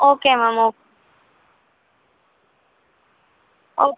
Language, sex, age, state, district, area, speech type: Tamil, female, 18-30, Tamil Nadu, Chennai, urban, conversation